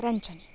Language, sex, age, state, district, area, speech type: Sanskrit, female, 18-30, Karnataka, Uttara Kannada, rural, spontaneous